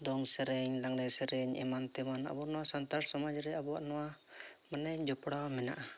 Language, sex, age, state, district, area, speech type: Santali, male, 18-30, Jharkhand, Seraikela Kharsawan, rural, spontaneous